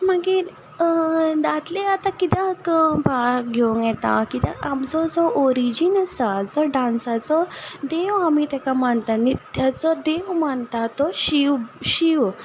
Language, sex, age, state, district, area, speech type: Goan Konkani, female, 30-45, Goa, Ponda, rural, spontaneous